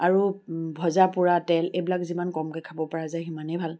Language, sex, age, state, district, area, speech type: Assamese, female, 45-60, Assam, Charaideo, urban, spontaneous